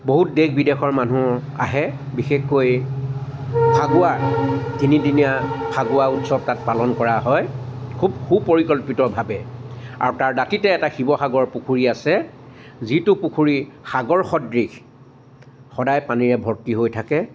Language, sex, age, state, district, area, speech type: Assamese, male, 45-60, Assam, Charaideo, urban, spontaneous